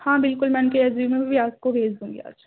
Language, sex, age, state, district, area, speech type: Urdu, female, 18-30, Delhi, East Delhi, urban, conversation